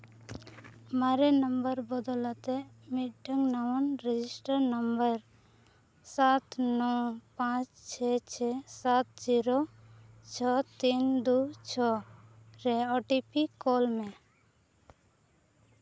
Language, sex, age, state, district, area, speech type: Santali, female, 18-30, Jharkhand, Seraikela Kharsawan, rural, read